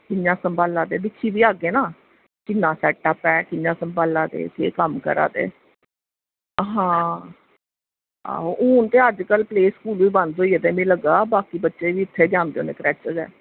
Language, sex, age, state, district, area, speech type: Dogri, female, 30-45, Jammu and Kashmir, Jammu, urban, conversation